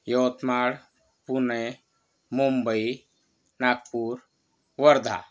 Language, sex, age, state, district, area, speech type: Marathi, male, 30-45, Maharashtra, Yavatmal, urban, spontaneous